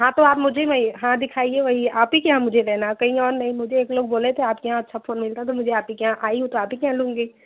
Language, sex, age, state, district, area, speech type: Hindi, female, 18-30, Uttar Pradesh, Prayagraj, urban, conversation